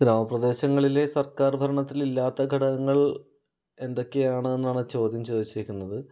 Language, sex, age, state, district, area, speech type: Malayalam, male, 30-45, Kerala, Kannur, rural, spontaneous